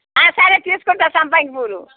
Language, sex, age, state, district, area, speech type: Telugu, female, 60+, Telangana, Jagtial, rural, conversation